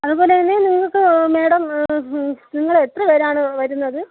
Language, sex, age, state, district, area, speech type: Malayalam, female, 30-45, Kerala, Thiruvananthapuram, rural, conversation